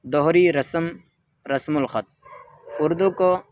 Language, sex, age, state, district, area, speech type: Urdu, male, 18-30, Uttar Pradesh, Saharanpur, urban, spontaneous